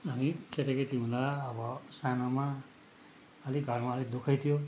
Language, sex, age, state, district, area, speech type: Nepali, male, 60+, West Bengal, Darjeeling, rural, spontaneous